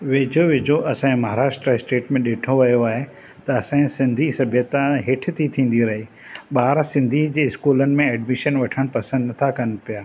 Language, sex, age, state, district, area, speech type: Sindhi, male, 45-60, Maharashtra, Thane, urban, spontaneous